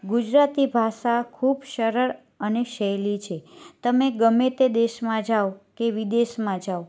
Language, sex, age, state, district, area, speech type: Gujarati, female, 30-45, Gujarat, Kheda, rural, spontaneous